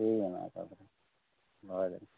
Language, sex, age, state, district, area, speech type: Santali, male, 30-45, West Bengal, Bankura, rural, conversation